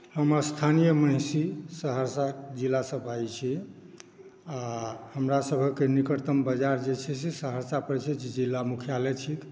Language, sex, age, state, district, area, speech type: Maithili, male, 60+, Bihar, Saharsa, urban, spontaneous